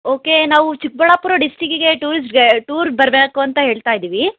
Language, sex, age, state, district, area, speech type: Kannada, female, 60+, Karnataka, Chikkaballapur, urban, conversation